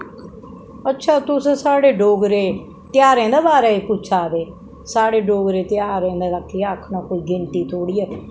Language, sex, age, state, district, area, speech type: Dogri, female, 60+, Jammu and Kashmir, Reasi, urban, spontaneous